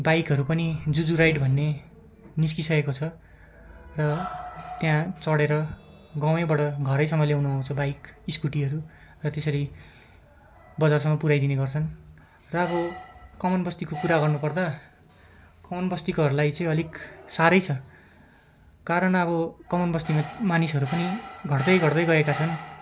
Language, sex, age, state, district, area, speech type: Nepali, male, 18-30, West Bengal, Darjeeling, rural, spontaneous